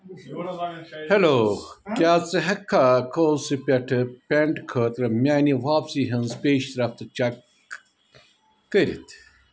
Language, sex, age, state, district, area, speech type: Kashmiri, male, 45-60, Jammu and Kashmir, Bandipora, rural, read